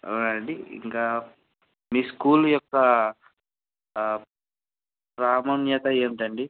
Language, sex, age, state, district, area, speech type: Telugu, male, 18-30, Andhra Pradesh, Anantapur, urban, conversation